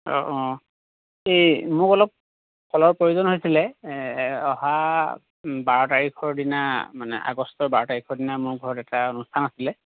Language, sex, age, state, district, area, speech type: Assamese, male, 30-45, Assam, Lakhimpur, rural, conversation